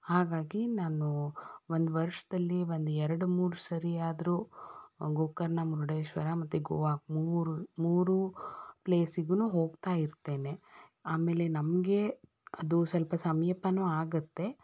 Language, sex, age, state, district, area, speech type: Kannada, female, 30-45, Karnataka, Davanagere, urban, spontaneous